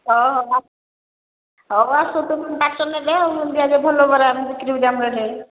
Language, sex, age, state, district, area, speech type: Odia, female, 45-60, Odisha, Angul, rural, conversation